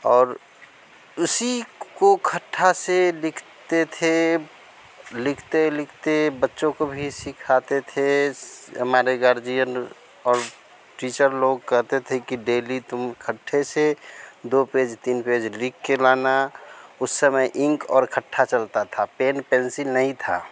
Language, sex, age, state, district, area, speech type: Hindi, male, 45-60, Bihar, Vaishali, urban, spontaneous